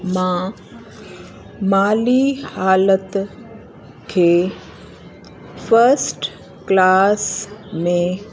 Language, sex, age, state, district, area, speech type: Sindhi, female, 45-60, Uttar Pradesh, Lucknow, urban, read